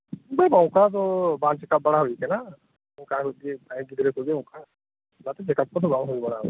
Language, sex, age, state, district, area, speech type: Santali, male, 30-45, West Bengal, Birbhum, rural, conversation